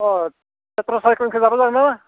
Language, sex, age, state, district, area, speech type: Bodo, male, 60+, Assam, Baksa, rural, conversation